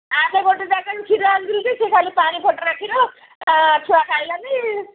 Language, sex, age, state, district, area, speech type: Odia, female, 60+, Odisha, Gajapati, rural, conversation